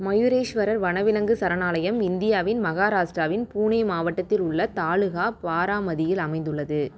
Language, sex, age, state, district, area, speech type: Tamil, female, 30-45, Tamil Nadu, Cuddalore, rural, read